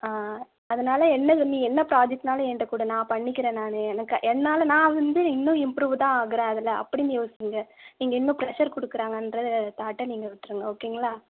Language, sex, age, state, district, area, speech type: Tamil, female, 18-30, Tamil Nadu, Tiruvallur, urban, conversation